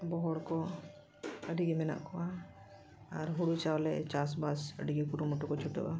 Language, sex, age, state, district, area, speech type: Santali, female, 45-60, Jharkhand, Bokaro, rural, spontaneous